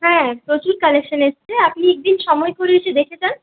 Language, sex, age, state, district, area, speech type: Bengali, female, 30-45, West Bengal, Purulia, rural, conversation